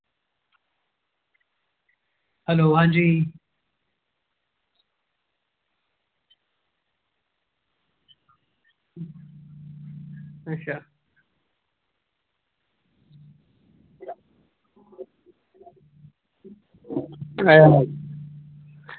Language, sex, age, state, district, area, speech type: Dogri, male, 18-30, Jammu and Kashmir, Jammu, rural, conversation